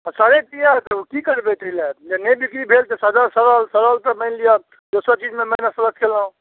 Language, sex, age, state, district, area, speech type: Maithili, male, 45-60, Bihar, Saharsa, rural, conversation